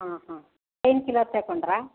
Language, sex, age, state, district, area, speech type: Kannada, female, 60+, Karnataka, Kodagu, rural, conversation